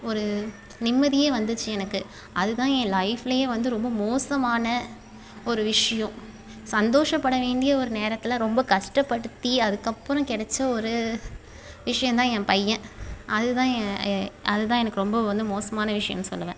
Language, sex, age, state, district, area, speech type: Tamil, female, 30-45, Tamil Nadu, Mayiladuthurai, rural, spontaneous